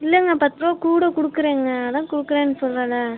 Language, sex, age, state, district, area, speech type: Tamil, male, 18-30, Tamil Nadu, Tiruchirappalli, rural, conversation